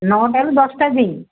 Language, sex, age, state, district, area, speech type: Odia, female, 60+, Odisha, Gajapati, rural, conversation